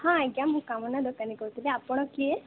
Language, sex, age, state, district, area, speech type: Odia, female, 18-30, Odisha, Malkangiri, urban, conversation